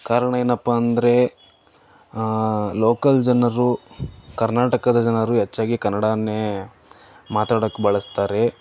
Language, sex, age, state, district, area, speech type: Kannada, male, 18-30, Karnataka, Davanagere, rural, spontaneous